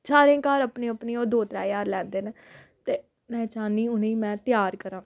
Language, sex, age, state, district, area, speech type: Dogri, female, 18-30, Jammu and Kashmir, Samba, rural, spontaneous